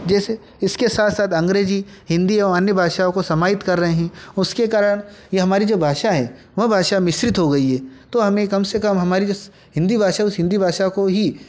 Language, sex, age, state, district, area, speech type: Hindi, male, 18-30, Madhya Pradesh, Ujjain, rural, spontaneous